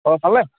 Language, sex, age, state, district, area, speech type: Assamese, male, 18-30, Assam, Lakhimpur, urban, conversation